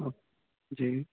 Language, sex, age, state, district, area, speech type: Sindhi, male, 30-45, Maharashtra, Thane, urban, conversation